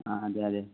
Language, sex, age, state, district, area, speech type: Malayalam, male, 18-30, Kerala, Kozhikode, rural, conversation